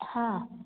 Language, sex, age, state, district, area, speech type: Marathi, female, 30-45, Maharashtra, Sangli, rural, conversation